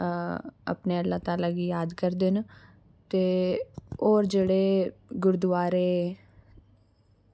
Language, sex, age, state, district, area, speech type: Dogri, female, 18-30, Jammu and Kashmir, Samba, urban, spontaneous